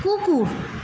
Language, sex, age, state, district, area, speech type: Bengali, female, 30-45, West Bengal, Paschim Medinipur, rural, read